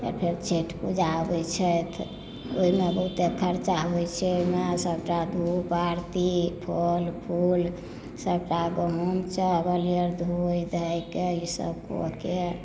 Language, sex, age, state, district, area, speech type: Maithili, female, 45-60, Bihar, Madhubani, rural, spontaneous